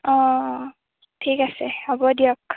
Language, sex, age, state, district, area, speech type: Assamese, female, 18-30, Assam, Lakhimpur, rural, conversation